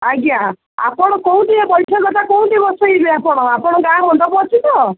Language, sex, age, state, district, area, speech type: Odia, female, 30-45, Odisha, Jagatsinghpur, urban, conversation